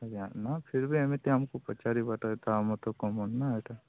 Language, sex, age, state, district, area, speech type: Odia, male, 45-60, Odisha, Sundergarh, rural, conversation